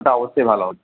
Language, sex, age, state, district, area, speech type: Bengali, male, 30-45, West Bengal, Jhargram, rural, conversation